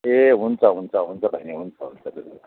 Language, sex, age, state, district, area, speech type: Nepali, male, 45-60, West Bengal, Kalimpong, rural, conversation